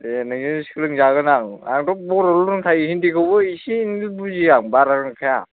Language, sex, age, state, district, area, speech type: Bodo, male, 18-30, Assam, Kokrajhar, rural, conversation